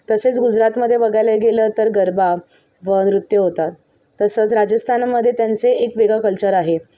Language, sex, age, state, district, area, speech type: Marathi, female, 18-30, Maharashtra, Mumbai Suburban, urban, spontaneous